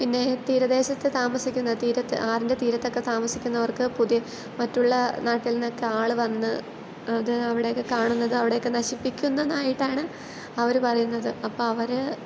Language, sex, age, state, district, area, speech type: Malayalam, female, 18-30, Kerala, Kottayam, rural, spontaneous